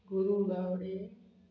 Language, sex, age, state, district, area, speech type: Goan Konkani, female, 45-60, Goa, Murmgao, rural, spontaneous